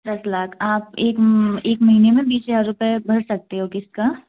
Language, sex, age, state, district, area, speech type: Hindi, female, 18-30, Madhya Pradesh, Gwalior, rural, conversation